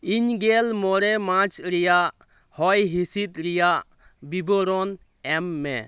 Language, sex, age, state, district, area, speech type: Santali, male, 18-30, West Bengal, Birbhum, rural, read